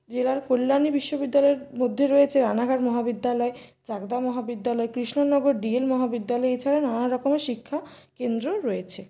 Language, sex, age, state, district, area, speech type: Bengali, female, 30-45, West Bengal, Purulia, urban, spontaneous